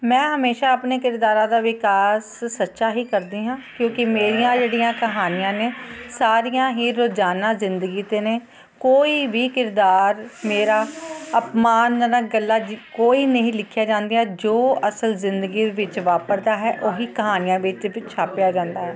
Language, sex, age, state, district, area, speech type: Punjabi, female, 45-60, Punjab, Ludhiana, urban, spontaneous